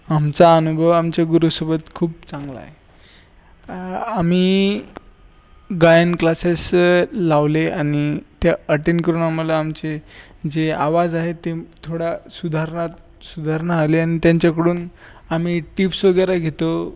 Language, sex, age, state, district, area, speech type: Marathi, male, 18-30, Maharashtra, Washim, urban, spontaneous